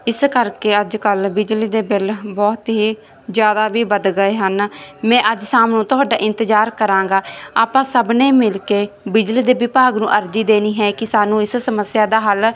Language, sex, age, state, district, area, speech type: Punjabi, female, 18-30, Punjab, Barnala, rural, spontaneous